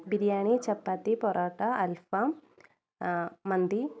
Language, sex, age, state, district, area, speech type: Malayalam, female, 30-45, Kerala, Wayanad, rural, spontaneous